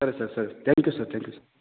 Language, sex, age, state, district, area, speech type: Kannada, male, 18-30, Karnataka, Raichur, urban, conversation